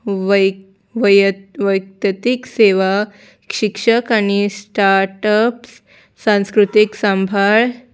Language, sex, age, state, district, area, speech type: Goan Konkani, female, 18-30, Goa, Salcete, urban, spontaneous